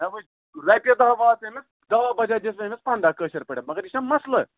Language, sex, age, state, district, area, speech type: Kashmiri, male, 18-30, Jammu and Kashmir, Budgam, rural, conversation